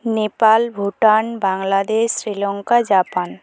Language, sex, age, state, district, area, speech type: Bengali, female, 18-30, West Bengal, Jhargram, rural, spontaneous